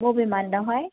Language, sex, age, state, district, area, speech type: Bodo, female, 18-30, Assam, Kokrajhar, rural, conversation